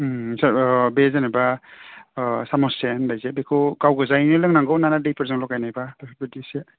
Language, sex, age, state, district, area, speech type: Bodo, male, 30-45, Assam, Baksa, urban, conversation